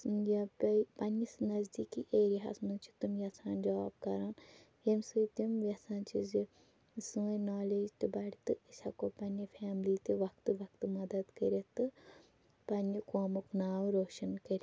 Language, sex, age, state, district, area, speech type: Kashmiri, female, 30-45, Jammu and Kashmir, Shopian, urban, spontaneous